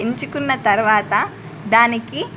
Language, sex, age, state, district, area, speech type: Telugu, female, 18-30, Telangana, Medak, rural, spontaneous